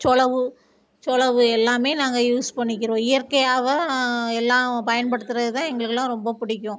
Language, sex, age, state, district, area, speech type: Tamil, female, 45-60, Tamil Nadu, Thoothukudi, rural, spontaneous